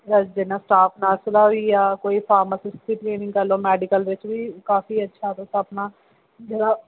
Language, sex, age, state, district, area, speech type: Dogri, female, 18-30, Jammu and Kashmir, Kathua, rural, conversation